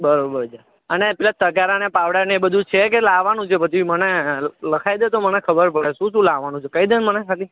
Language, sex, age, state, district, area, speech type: Gujarati, male, 18-30, Gujarat, Anand, urban, conversation